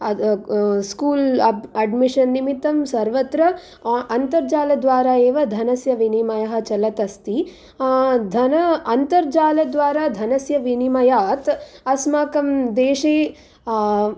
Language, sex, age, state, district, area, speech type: Sanskrit, female, 18-30, Andhra Pradesh, Guntur, urban, spontaneous